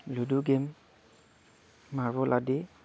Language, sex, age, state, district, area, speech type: Assamese, male, 30-45, Assam, Darrang, rural, spontaneous